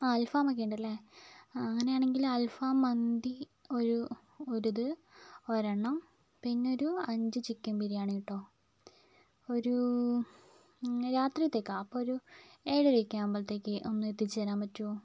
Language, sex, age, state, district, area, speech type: Malayalam, female, 45-60, Kerala, Wayanad, rural, spontaneous